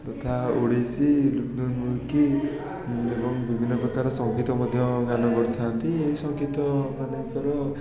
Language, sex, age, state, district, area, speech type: Odia, male, 30-45, Odisha, Puri, urban, spontaneous